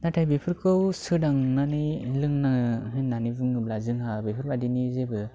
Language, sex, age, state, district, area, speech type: Bodo, male, 18-30, Assam, Kokrajhar, rural, spontaneous